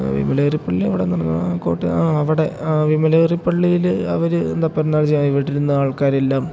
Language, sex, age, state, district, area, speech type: Malayalam, male, 18-30, Kerala, Idukki, rural, spontaneous